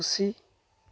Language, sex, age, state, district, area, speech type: Santali, male, 18-30, West Bengal, Uttar Dinajpur, rural, read